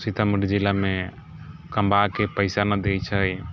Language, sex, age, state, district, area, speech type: Maithili, male, 30-45, Bihar, Sitamarhi, urban, spontaneous